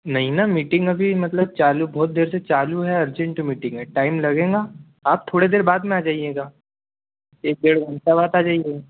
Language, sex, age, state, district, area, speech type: Hindi, male, 18-30, Madhya Pradesh, Betul, rural, conversation